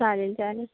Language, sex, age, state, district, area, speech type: Marathi, female, 18-30, Maharashtra, Sindhudurg, urban, conversation